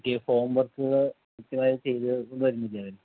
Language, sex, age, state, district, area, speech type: Malayalam, male, 30-45, Kerala, Ernakulam, rural, conversation